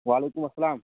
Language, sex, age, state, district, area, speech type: Kashmiri, male, 18-30, Jammu and Kashmir, Kulgam, rural, conversation